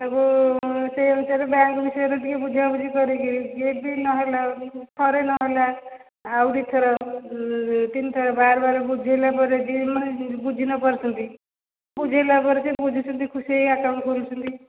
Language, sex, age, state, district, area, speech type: Odia, female, 45-60, Odisha, Khordha, rural, conversation